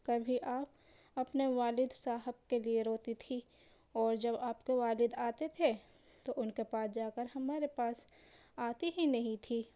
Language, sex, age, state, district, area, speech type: Urdu, female, 30-45, Delhi, South Delhi, urban, spontaneous